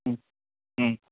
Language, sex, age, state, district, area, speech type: Urdu, male, 18-30, Bihar, Purnia, rural, conversation